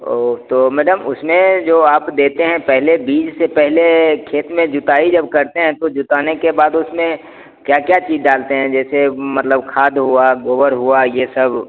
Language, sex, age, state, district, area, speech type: Hindi, male, 30-45, Bihar, Begusarai, rural, conversation